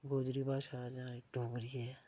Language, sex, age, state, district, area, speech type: Dogri, male, 30-45, Jammu and Kashmir, Udhampur, rural, spontaneous